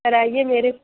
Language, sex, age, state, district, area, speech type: Urdu, female, 30-45, Uttar Pradesh, Lucknow, rural, conversation